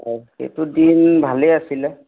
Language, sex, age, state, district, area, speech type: Assamese, male, 30-45, Assam, Majuli, urban, conversation